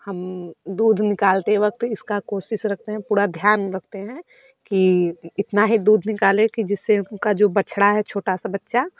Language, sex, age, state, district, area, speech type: Hindi, female, 30-45, Uttar Pradesh, Varanasi, rural, spontaneous